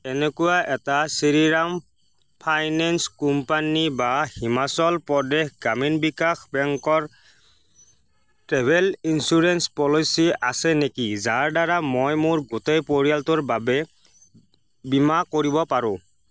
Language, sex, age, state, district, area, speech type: Assamese, male, 60+, Assam, Nagaon, rural, read